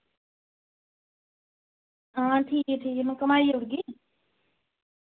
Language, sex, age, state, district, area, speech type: Dogri, female, 60+, Jammu and Kashmir, Reasi, rural, conversation